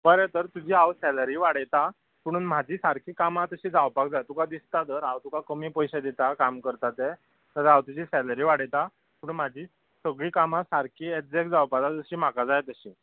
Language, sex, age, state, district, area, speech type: Goan Konkani, male, 18-30, Goa, Ponda, rural, conversation